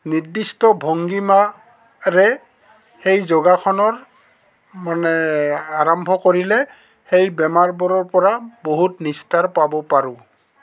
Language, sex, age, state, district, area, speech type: Assamese, male, 60+, Assam, Goalpara, urban, spontaneous